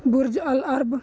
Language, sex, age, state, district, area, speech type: Punjabi, male, 18-30, Punjab, Ludhiana, urban, spontaneous